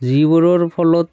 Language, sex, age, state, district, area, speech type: Assamese, male, 30-45, Assam, Barpeta, rural, spontaneous